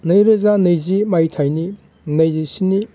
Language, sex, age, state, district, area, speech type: Bodo, male, 45-60, Assam, Baksa, rural, spontaneous